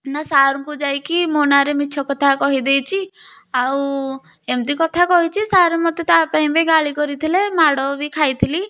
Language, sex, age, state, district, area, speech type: Odia, female, 18-30, Odisha, Puri, urban, spontaneous